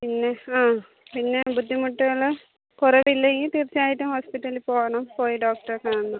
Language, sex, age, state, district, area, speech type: Malayalam, female, 30-45, Kerala, Thiruvananthapuram, rural, conversation